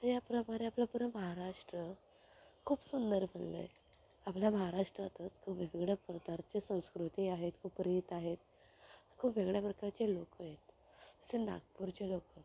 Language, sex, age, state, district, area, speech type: Marathi, female, 18-30, Maharashtra, Thane, urban, spontaneous